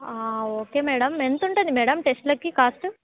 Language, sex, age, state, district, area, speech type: Telugu, female, 18-30, Telangana, Khammam, urban, conversation